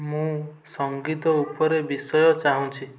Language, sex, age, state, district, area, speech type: Odia, male, 18-30, Odisha, Kendujhar, urban, read